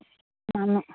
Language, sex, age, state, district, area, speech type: Assamese, female, 60+, Assam, Golaghat, rural, conversation